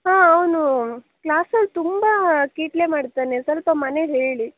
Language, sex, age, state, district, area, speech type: Kannada, female, 18-30, Karnataka, Shimoga, urban, conversation